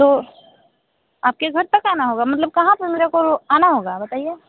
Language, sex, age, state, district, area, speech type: Hindi, female, 30-45, Uttar Pradesh, Sonbhadra, rural, conversation